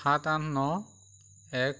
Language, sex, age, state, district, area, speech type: Assamese, male, 45-60, Assam, Majuli, rural, spontaneous